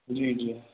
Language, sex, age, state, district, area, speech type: Hindi, male, 45-60, Uttar Pradesh, Sitapur, rural, conversation